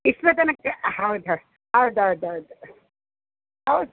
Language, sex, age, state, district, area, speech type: Kannada, female, 60+, Karnataka, Udupi, rural, conversation